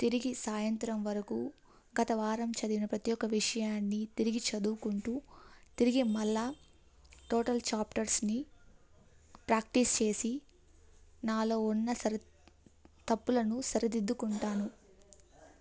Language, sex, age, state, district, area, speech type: Telugu, female, 18-30, Andhra Pradesh, Kadapa, rural, spontaneous